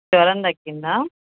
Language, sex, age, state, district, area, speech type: Telugu, female, 45-60, Andhra Pradesh, Bapatla, rural, conversation